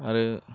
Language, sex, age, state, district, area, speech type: Bodo, male, 18-30, Assam, Baksa, rural, spontaneous